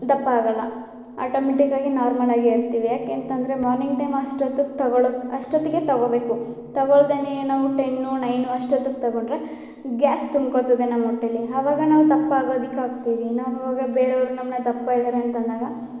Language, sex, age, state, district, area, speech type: Kannada, female, 18-30, Karnataka, Mandya, rural, spontaneous